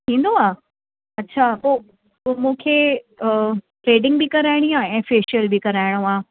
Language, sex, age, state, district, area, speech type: Sindhi, female, 30-45, Uttar Pradesh, Lucknow, urban, conversation